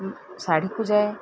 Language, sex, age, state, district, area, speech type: Odia, female, 30-45, Odisha, Koraput, urban, spontaneous